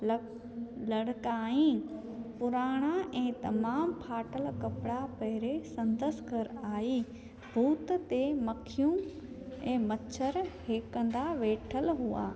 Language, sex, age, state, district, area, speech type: Sindhi, female, 30-45, Gujarat, Junagadh, rural, spontaneous